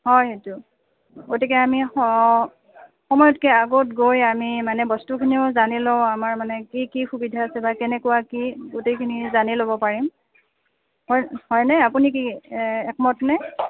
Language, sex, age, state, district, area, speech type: Assamese, female, 30-45, Assam, Goalpara, urban, conversation